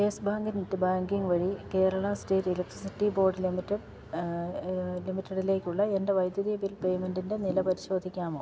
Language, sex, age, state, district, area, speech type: Malayalam, female, 45-60, Kerala, Idukki, rural, read